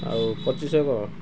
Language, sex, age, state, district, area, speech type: Odia, male, 45-60, Odisha, Kendrapara, urban, spontaneous